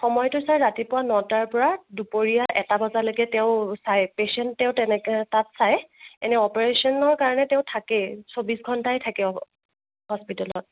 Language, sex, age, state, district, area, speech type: Assamese, female, 18-30, Assam, Sonitpur, rural, conversation